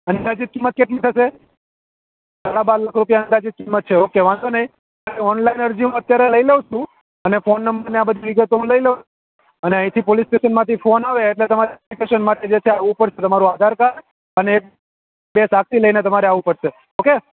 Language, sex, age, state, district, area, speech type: Gujarati, male, 30-45, Gujarat, Surat, urban, conversation